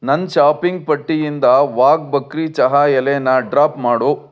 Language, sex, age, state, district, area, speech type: Kannada, male, 60+, Karnataka, Chitradurga, rural, read